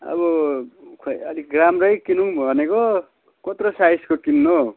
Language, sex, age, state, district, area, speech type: Nepali, male, 30-45, West Bengal, Kalimpong, rural, conversation